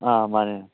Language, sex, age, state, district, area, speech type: Manipuri, male, 18-30, Manipur, Churachandpur, rural, conversation